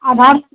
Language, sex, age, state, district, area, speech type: Maithili, female, 18-30, Bihar, Sitamarhi, rural, conversation